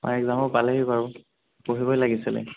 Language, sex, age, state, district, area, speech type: Assamese, male, 18-30, Assam, Dhemaji, urban, conversation